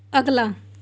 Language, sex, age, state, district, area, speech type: Punjabi, female, 18-30, Punjab, Fatehgarh Sahib, rural, read